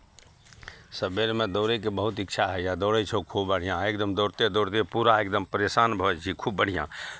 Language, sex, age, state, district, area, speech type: Maithili, male, 60+, Bihar, Araria, rural, spontaneous